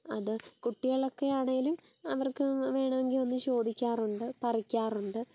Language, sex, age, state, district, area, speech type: Malayalam, female, 30-45, Kerala, Kottayam, rural, spontaneous